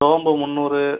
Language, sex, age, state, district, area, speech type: Tamil, male, 45-60, Tamil Nadu, Cuddalore, rural, conversation